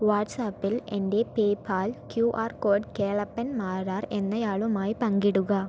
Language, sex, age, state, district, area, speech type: Malayalam, female, 18-30, Kerala, Palakkad, rural, read